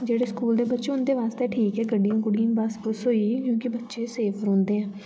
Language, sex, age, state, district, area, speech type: Dogri, female, 18-30, Jammu and Kashmir, Jammu, urban, spontaneous